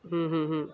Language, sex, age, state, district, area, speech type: Gujarati, male, 18-30, Gujarat, Valsad, rural, spontaneous